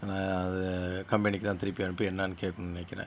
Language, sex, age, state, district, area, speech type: Tamil, male, 60+, Tamil Nadu, Sivaganga, urban, spontaneous